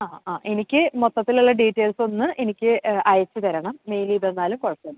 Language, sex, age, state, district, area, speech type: Malayalam, female, 18-30, Kerala, Thrissur, urban, conversation